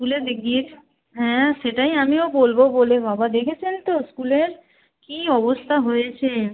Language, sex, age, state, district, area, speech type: Bengali, female, 30-45, West Bengal, North 24 Parganas, urban, conversation